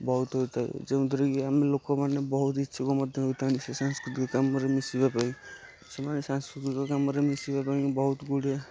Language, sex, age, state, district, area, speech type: Odia, male, 18-30, Odisha, Nayagarh, rural, spontaneous